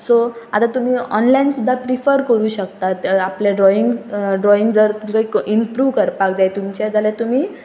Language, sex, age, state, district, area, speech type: Goan Konkani, female, 18-30, Goa, Pernem, rural, spontaneous